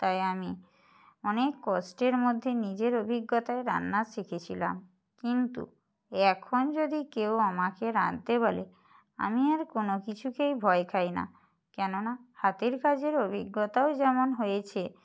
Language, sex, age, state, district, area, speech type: Bengali, female, 60+, West Bengal, Purba Medinipur, rural, spontaneous